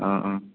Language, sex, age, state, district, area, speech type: Malayalam, male, 30-45, Kerala, Malappuram, rural, conversation